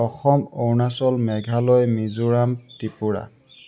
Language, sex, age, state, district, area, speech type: Assamese, male, 18-30, Assam, Tinsukia, urban, spontaneous